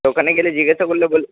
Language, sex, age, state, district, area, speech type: Bengali, male, 18-30, West Bengal, Purba Bardhaman, urban, conversation